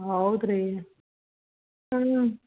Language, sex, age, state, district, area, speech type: Kannada, female, 45-60, Karnataka, Gulbarga, urban, conversation